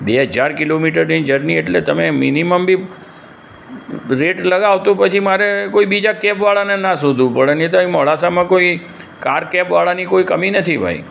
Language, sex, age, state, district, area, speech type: Gujarati, male, 60+, Gujarat, Aravalli, urban, spontaneous